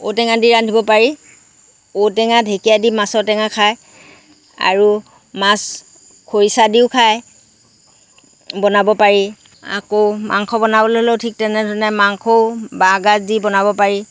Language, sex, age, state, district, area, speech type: Assamese, female, 60+, Assam, Lakhimpur, rural, spontaneous